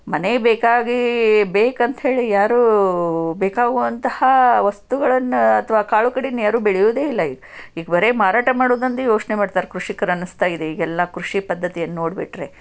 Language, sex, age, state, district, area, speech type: Kannada, female, 45-60, Karnataka, Chikkaballapur, rural, spontaneous